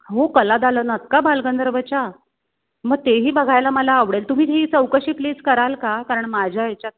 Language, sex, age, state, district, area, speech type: Marathi, female, 45-60, Maharashtra, Pune, urban, conversation